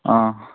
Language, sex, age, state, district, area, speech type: Goan Konkani, male, 30-45, Goa, Quepem, rural, conversation